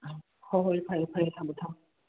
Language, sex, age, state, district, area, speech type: Manipuri, other, 30-45, Manipur, Imphal West, urban, conversation